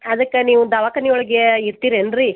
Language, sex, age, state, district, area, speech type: Kannada, female, 45-60, Karnataka, Gadag, rural, conversation